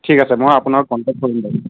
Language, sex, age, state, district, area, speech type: Assamese, male, 30-45, Assam, Nagaon, rural, conversation